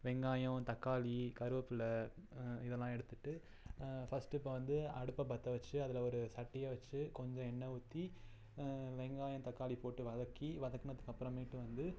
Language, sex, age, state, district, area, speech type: Tamil, male, 30-45, Tamil Nadu, Ariyalur, rural, spontaneous